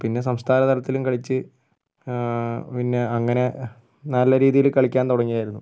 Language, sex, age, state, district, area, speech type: Malayalam, male, 45-60, Kerala, Wayanad, rural, spontaneous